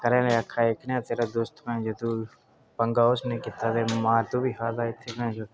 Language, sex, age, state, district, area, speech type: Dogri, male, 18-30, Jammu and Kashmir, Udhampur, rural, spontaneous